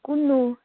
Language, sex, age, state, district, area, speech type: Assamese, female, 18-30, Assam, Udalguri, rural, conversation